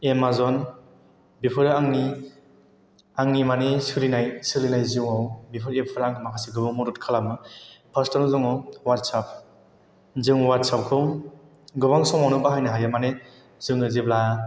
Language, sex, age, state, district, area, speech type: Bodo, male, 18-30, Assam, Chirang, rural, spontaneous